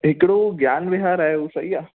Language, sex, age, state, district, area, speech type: Sindhi, male, 18-30, Rajasthan, Ajmer, urban, conversation